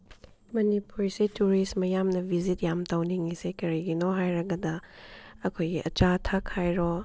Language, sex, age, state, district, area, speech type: Manipuri, female, 30-45, Manipur, Chandel, rural, spontaneous